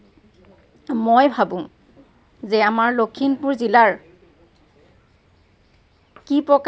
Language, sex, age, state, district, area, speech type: Assamese, female, 45-60, Assam, Lakhimpur, rural, spontaneous